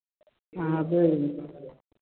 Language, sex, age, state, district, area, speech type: Hindi, male, 30-45, Uttar Pradesh, Prayagraj, rural, conversation